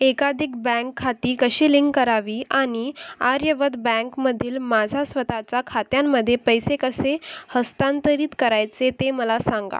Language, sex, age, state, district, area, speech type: Marathi, female, 18-30, Maharashtra, Akola, urban, read